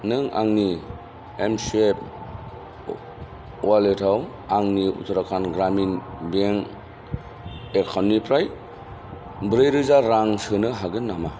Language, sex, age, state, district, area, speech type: Bodo, male, 45-60, Assam, Kokrajhar, rural, read